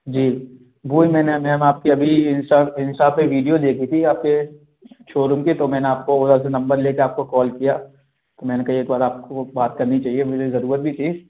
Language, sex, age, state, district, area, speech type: Hindi, male, 30-45, Madhya Pradesh, Gwalior, rural, conversation